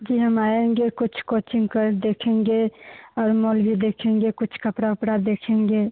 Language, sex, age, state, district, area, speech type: Hindi, female, 18-30, Bihar, Muzaffarpur, rural, conversation